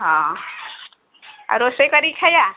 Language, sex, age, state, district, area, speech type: Odia, female, 30-45, Odisha, Ganjam, urban, conversation